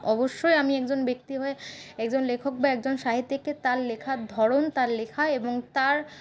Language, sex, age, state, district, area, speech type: Bengali, female, 60+, West Bengal, Paschim Bardhaman, urban, spontaneous